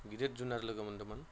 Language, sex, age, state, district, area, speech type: Bodo, male, 30-45, Assam, Goalpara, rural, spontaneous